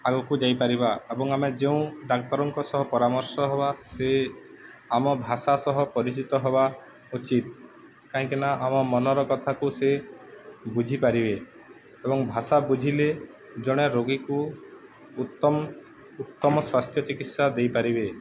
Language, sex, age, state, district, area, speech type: Odia, male, 18-30, Odisha, Subarnapur, urban, spontaneous